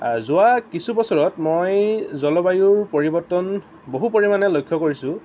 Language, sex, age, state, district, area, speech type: Assamese, male, 18-30, Assam, Lakhimpur, rural, spontaneous